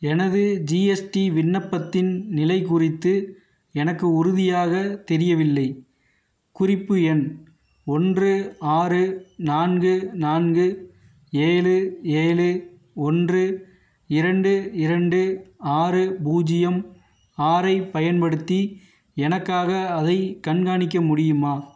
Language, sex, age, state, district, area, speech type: Tamil, male, 30-45, Tamil Nadu, Theni, rural, read